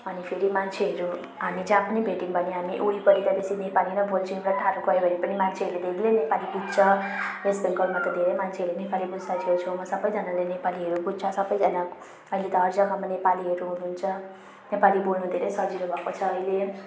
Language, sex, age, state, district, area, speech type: Nepali, female, 30-45, West Bengal, Jalpaiguri, urban, spontaneous